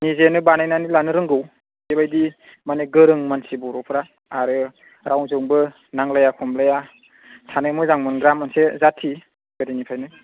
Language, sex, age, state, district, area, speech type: Bodo, male, 30-45, Assam, Chirang, urban, conversation